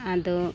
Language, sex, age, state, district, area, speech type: Santali, female, 30-45, Jharkhand, East Singhbhum, rural, spontaneous